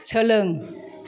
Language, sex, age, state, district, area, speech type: Bodo, female, 45-60, Assam, Kokrajhar, rural, read